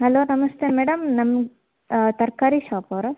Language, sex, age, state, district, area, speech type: Kannada, female, 18-30, Karnataka, Chitradurga, rural, conversation